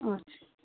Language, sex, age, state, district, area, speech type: Nepali, female, 60+, Assam, Sonitpur, rural, conversation